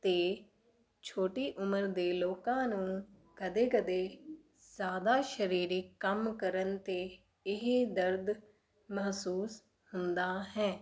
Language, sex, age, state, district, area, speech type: Punjabi, female, 18-30, Punjab, Fazilka, rural, spontaneous